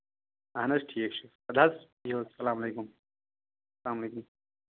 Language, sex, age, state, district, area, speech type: Kashmiri, male, 30-45, Jammu and Kashmir, Anantnag, rural, conversation